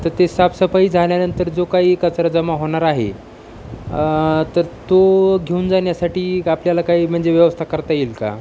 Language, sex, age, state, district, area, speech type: Marathi, male, 30-45, Maharashtra, Osmanabad, rural, spontaneous